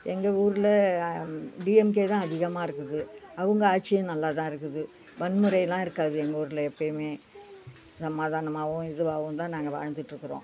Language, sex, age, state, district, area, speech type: Tamil, female, 60+, Tamil Nadu, Viluppuram, rural, spontaneous